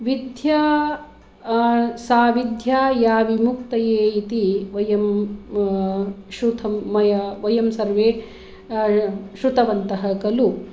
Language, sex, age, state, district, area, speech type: Sanskrit, female, 45-60, Karnataka, Hassan, rural, spontaneous